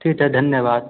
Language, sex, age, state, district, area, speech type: Hindi, male, 18-30, Bihar, Begusarai, rural, conversation